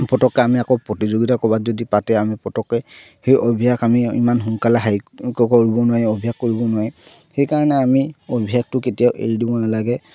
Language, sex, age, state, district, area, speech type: Assamese, male, 30-45, Assam, Charaideo, rural, spontaneous